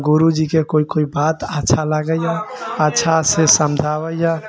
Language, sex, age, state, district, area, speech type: Maithili, male, 18-30, Bihar, Sitamarhi, rural, spontaneous